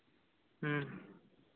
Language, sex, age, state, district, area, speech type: Santali, male, 18-30, Jharkhand, East Singhbhum, rural, conversation